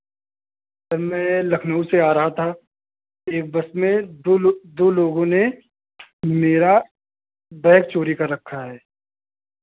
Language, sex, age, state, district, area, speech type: Hindi, male, 30-45, Uttar Pradesh, Hardoi, rural, conversation